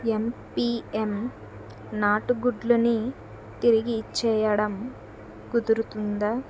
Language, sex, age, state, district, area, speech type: Telugu, female, 18-30, Andhra Pradesh, Krishna, urban, read